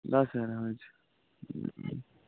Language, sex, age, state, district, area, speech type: Maithili, male, 18-30, Bihar, Samastipur, rural, conversation